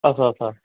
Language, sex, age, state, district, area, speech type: Marathi, male, 30-45, Maharashtra, Akola, urban, conversation